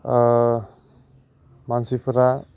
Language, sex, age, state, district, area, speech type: Bodo, male, 30-45, Assam, Udalguri, urban, spontaneous